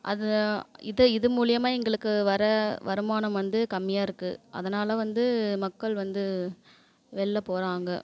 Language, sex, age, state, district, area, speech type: Tamil, female, 30-45, Tamil Nadu, Thanjavur, rural, spontaneous